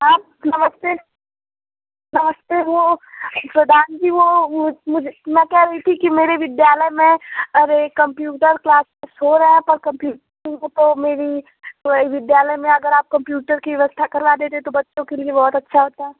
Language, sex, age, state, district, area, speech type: Hindi, female, 18-30, Uttar Pradesh, Ghazipur, rural, conversation